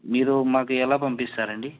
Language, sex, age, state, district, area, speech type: Telugu, male, 18-30, Andhra Pradesh, Anantapur, urban, conversation